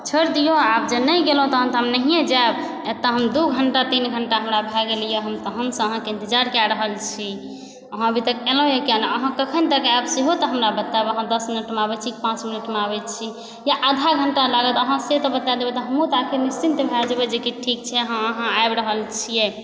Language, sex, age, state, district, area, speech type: Maithili, female, 18-30, Bihar, Supaul, rural, spontaneous